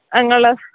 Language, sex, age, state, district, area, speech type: Malayalam, female, 30-45, Kerala, Idukki, rural, conversation